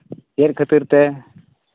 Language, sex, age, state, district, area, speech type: Santali, male, 30-45, Jharkhand, Pakur, rural, conversation